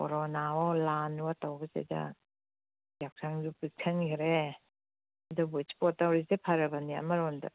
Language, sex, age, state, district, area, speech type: Manipuri, female, 60+, Manipur, Kangpokpi, urban, conversation